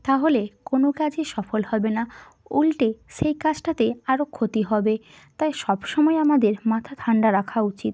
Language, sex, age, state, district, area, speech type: Bengali, female, 18-30, West Bengal, Hooghly, urban, spontaneous